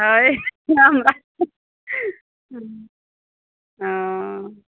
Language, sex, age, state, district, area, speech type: Maithili, female, 45-60, Bihar, Madhepura, rural, conversation